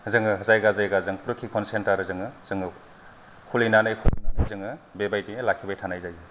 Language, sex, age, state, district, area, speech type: Bodo, male, 30-45, Assam, Kokrajhar, rural, spontaneous